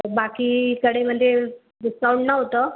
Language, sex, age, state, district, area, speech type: Marathi, female, 30-45, Maharashtra, Buldhana, urban, conversation